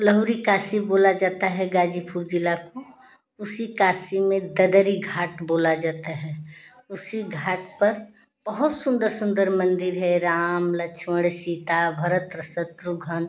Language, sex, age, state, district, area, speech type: Hindi, female, 45-60, Uttar Pradesh, Ghazipur, rural, spontaneous